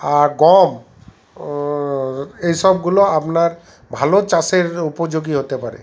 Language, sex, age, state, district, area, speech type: Bengali, male, 45-60, West Bengal, Paschim Bardhaman, urban, spontaneous